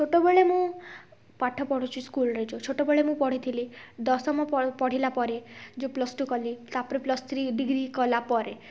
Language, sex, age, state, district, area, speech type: Odia, female, 18-30, Odisha, Kalahandi, rural, spontaneous